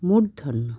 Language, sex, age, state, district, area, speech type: Bengali, female, 45-60, West Bengal, Howrah, urban, spontaneous